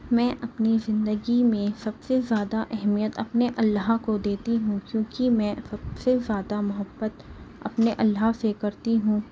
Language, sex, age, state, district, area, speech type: Urdu, female, 18-30, Delhi, Central Delhi, urban, spontaneous